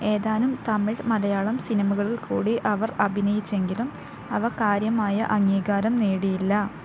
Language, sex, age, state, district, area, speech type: Malayalam, female, 18-30, Kerala, Wayanad, rural, read